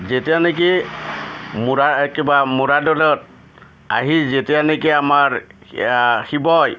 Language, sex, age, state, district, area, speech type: Assamese, male, 60+, Assam, Udalguri, urban, spontaneous